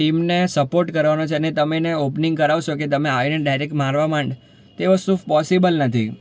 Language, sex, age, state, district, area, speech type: Gujarati, male, 18-30, Gujarat, Surat, urban, spontaneous